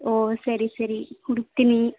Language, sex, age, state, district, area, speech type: Kannada, female, 18-30, Karnataka, Chamarajanagar, rural, conversation